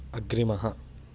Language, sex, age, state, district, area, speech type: Sanskrit, male, 18-30, Andhra Pradesh, Guntur, urban, read